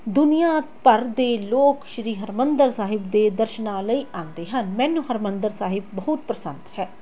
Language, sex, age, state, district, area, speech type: Punjabi, female, 18-30, Punjab, Tarn Taran, urban, spontaneous